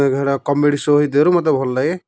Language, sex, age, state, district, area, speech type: Odia, male, 30-45, Odisha, Kendujhar, urban, spontaneous